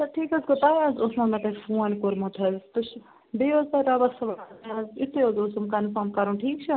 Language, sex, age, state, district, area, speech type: Kashmiri, female, 18-30, Jammu and Kashmir, Bandipora, rural, conversation